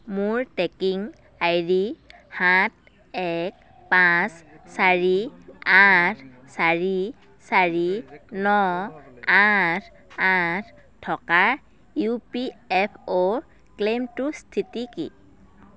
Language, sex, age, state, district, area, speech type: Assamese, female, 45-60, Assam, Dhemaji, rural, read